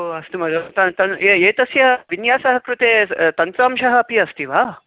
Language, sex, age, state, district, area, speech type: Sanskrit, male, 45-60, Karnataka, Bangalore Urban, urban, conversation